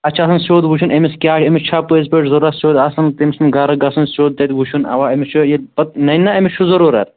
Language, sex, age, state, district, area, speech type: Kashmiri, male, 30-45, Jammu and Kashmir, Shopian, rural, conversation